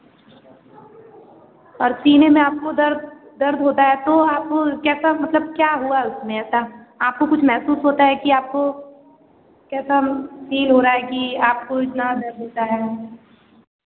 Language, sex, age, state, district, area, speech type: Hindi, female, 18-30, Uttar Pradesh, Azamgarh, rural, conversation